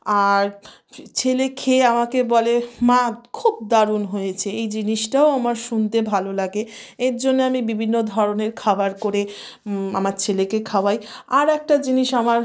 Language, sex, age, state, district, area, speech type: Bengali, female, 30-45, West Bengal, South 24 Parganas, rural, spontaneous